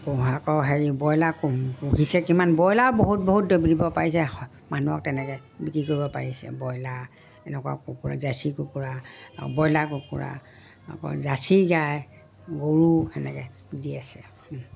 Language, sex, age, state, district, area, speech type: Assamese, female, 60+, Assam, Dibrugarh, rural, spontaneous